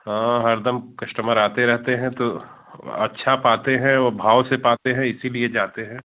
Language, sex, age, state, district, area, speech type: Hindi, male, 45-60, Uttar Pradesh, Jaunpur, urban, conversation